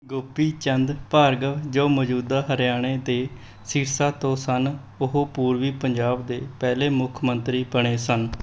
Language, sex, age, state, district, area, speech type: Punjabi, male, 18-30, Punjab, Mohali, urban, read